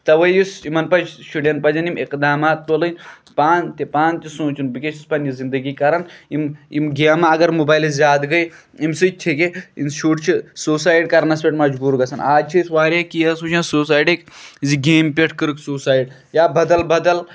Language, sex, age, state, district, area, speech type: Kashmiri, male, 18-30, Jammu and Kashmir, Pulwama, urban, spontaneous